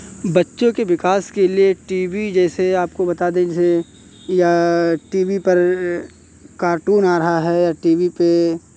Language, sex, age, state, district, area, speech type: Hindi, male, 45-60, Uttar Pradesh, Hardoi, rural, spontaneous